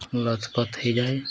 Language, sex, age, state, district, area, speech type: Odia, male, 30-45, Odisha, Nuapada, urban, spontaneous